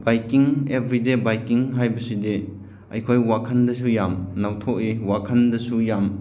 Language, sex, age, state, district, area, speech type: Manipuri, male, 30-45, Manipur, Chandel, rural, spontaneous